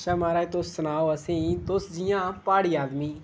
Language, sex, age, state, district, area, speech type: Dogri, male, 30-45, Jammu and Kashmir, Udhampur, rural, spontaneous